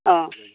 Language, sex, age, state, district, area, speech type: Assamese, female, 45-60, Assam, Dhemaji, urban, conversation